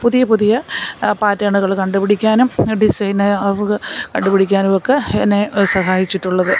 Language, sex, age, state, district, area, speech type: Malayalam, female, 60+, Kerala, Alappuzha, rural, spontaneous